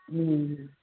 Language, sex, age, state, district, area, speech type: Punjabi, female, 30-45, Punjab, Muktsar, urban, conversation